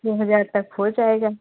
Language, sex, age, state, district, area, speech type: Hindi, female, 18-30, Uttar Pradesh, Jaunpur, urban, conversation